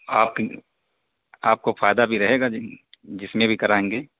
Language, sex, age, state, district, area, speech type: Urdu, male, 18-30, Uttar Pradesh, Saharanpur, urban, conversation